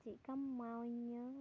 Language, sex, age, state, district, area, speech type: Santali, female, 18-30, West Bengal, Purba Bardhaman, rural, spontaneous